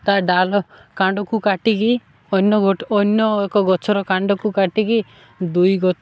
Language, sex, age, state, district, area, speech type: Odia, male, 18-30, Odisha, Malkangiri, urban, spontaneous